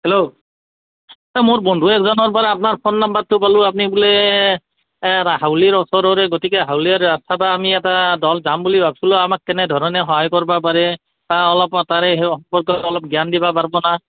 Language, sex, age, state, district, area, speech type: Assamese, male, 45-60, Assam, Barpeta, rural, conversation